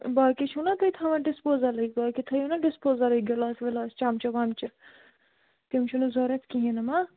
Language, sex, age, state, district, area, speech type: Kashmiri, female, 45-60, Jammu and Kashmir, Bandipora, rural, conversation